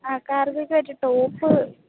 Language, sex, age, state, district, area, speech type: Malayalam, female, 18-30, Kerala, Idukki, rural, conversation